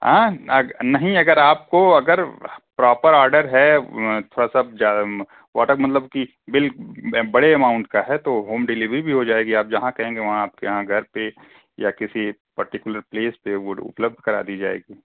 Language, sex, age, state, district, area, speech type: Hindi, male, 45-60, Uttar Pradesh, Mau, rural, conversation